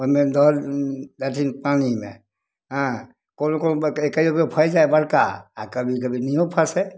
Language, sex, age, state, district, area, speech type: Maithili, male, 60+, Bihar, Samastipur, rural, spontaneous